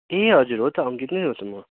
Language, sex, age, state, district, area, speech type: Nepali, male, 18-30, West Bengal, Darjeeling, rural, conversation